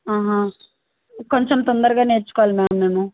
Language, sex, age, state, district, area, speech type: Telugu, female, 18-30, Telangana, Mahbubnagar, urban, conversation